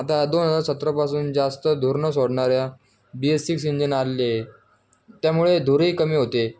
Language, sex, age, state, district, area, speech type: Marathi, male, 18-30, Maharashtra, Jalna, urban, spontaneous